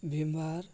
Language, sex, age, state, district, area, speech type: Odia, male, 18-30, Odisha, Koraput, urban, spontaneous